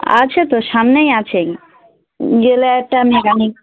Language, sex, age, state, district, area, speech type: Bengali, female, 30-45, West Bengal, Dakshin Dinajpur, urban, conversation